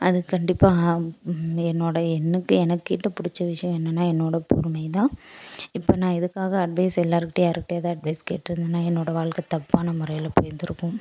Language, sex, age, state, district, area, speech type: Tamil, female, 18-30, Tamil Nadu, Dharmapuri, rural, spontaneous